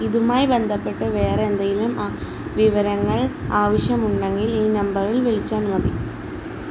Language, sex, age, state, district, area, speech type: Malayalam, female, 18-30, Kerala, Alappuzha, rural, read